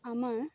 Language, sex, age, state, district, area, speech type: Assamese, female, 18-30, Assam, Sonitpur, rural, spontaneous